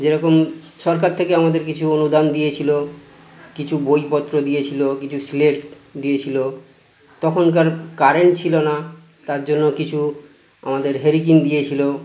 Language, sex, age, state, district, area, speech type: Bengali, male, 45-60, West Bengal, Howrah, urban, spontaneous